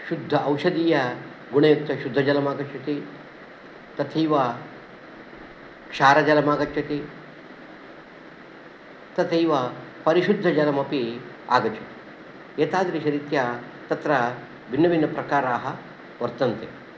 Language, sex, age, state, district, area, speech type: Sanskrit, male, 60+, Karnataka, Udupi, rural, spontaneous